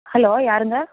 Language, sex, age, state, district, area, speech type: Tamil, female, 30-45, Tamil Nadu, Namakkal, rural, conversation